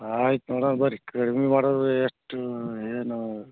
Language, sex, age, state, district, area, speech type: Kannada, male, 45-60, Karnataka, Bagalkot, rural, conversation